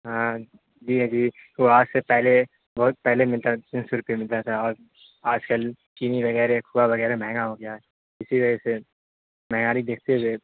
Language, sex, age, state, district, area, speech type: Urdu, male, 30-45, Bihar, Supaul, rural, conversation